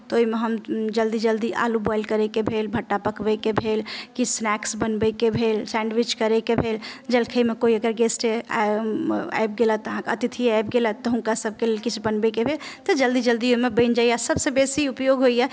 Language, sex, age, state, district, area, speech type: Maithili, female, 30-45, Bihar, Madhubani, rural, spontaneous